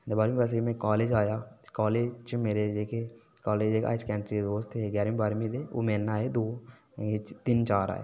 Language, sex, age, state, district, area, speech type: Dogri, male, 18-30, Jammu and Kashmir, Udhampur, rural, spontaneous